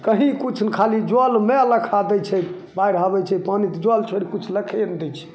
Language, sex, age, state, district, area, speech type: Maithili, male, 60+, Bihar, Begusarai, urban, spontaneous